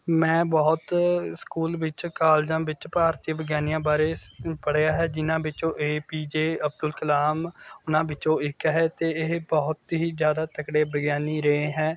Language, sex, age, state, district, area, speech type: Punjabi, male, 18-30, Punjab, Mohali, rural, spontaneous